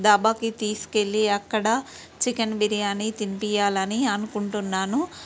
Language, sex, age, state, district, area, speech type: Telugu, female, 30-45, Telangana, Peddapalli, rural, spontaneous